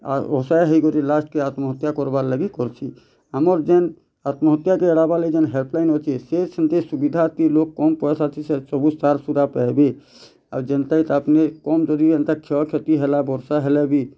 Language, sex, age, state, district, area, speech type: Odia, male, 30-45, Odisha, Bargarh, urban, spontaneous